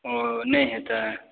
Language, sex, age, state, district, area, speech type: Maithili, male, 18-30, Bihar, Supaul, rural, conversation